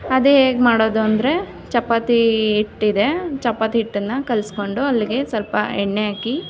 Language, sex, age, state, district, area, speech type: Kannada, female, 18-30, Karnataka, Chamarajanagar, rural, spontaneous